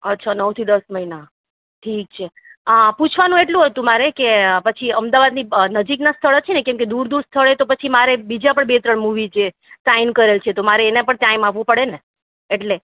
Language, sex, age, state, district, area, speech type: Gujarati, female, 30-45, Gujarat, Ahmedabad, urban, conversation